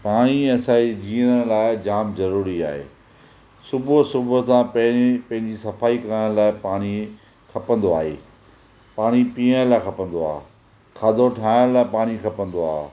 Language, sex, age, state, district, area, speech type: Sindhi, male, 45-60, Maharashtra, Thane, urban, spontaneous